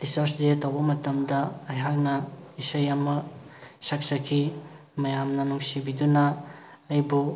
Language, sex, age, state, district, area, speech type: Manipuri, male, 30-45, Manipur, Thoubal, rural, spontaneous